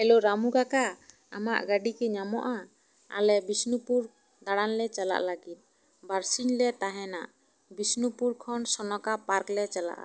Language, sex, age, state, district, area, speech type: Santali, female, 30-45, West Bengal, Bankura, rural, spontaneous